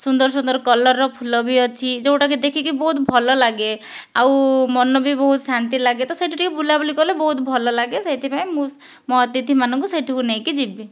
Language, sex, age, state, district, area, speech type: Odia, female, 45-60, Odisha, Kandhamal, rural, spontaneous